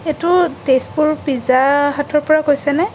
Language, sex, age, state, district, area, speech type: Assamese, female, 18-30, Assam, Sonitpur, urban, spontaneous